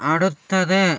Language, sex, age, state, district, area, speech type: Malayalam, male, 18-30, Kerala, Wayanad, rural, read